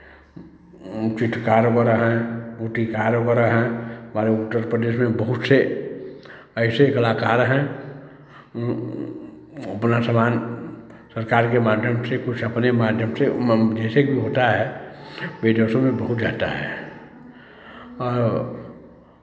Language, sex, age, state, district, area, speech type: Hindi, male, 45-60, Uttar Pradesh, Chandauli, urban, spontaneous